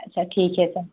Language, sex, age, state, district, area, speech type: Hindi, female, 18-30, Uttar Pradesh, Pratapgarh, rural, conversation